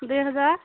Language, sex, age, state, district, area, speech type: Odia, female, 45-60, Odisha, Sambalpur, rural, conversation